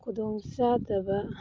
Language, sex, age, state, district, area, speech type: Manipuri, female, 45-60, Manipur, Kangpokpi, urban, read